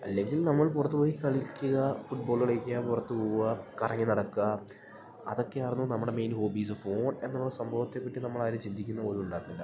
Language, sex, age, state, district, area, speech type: Malayalam, male, 18-30, Kerala, Idukki, rural, spontaneous